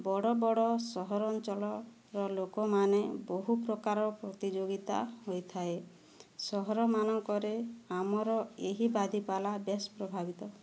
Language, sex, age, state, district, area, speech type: Odia, female, 30-45, Odisha, Boudh, rural, spontaneous